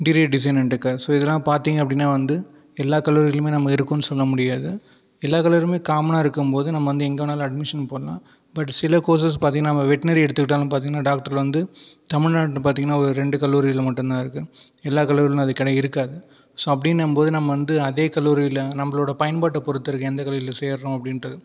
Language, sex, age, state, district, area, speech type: Tamil, male, 18-30, Tamil Nadu, Viluppuram, rural, spontaneous